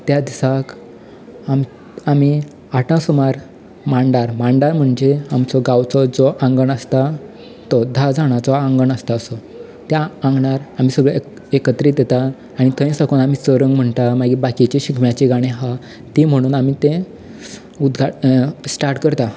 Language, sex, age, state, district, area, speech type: Goan Konkani, male, 18-30, Goa, Canacona, rural, spontaneous